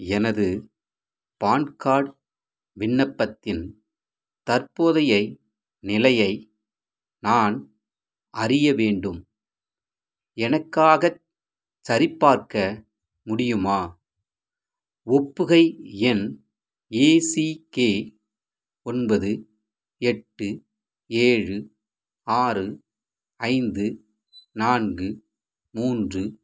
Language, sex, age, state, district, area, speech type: Tamil, male, 45-60, Tamil Nadu, Madurai, rural, read